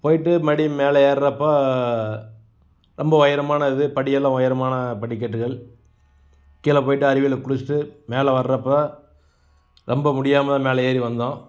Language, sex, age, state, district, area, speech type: Tamil, male, 45-60, Tamil Nadu, Namakkal, rural, spontaneous